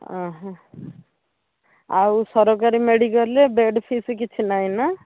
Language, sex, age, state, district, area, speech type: Odia, female, 60+, Odisha, Ganjam, urban, conversation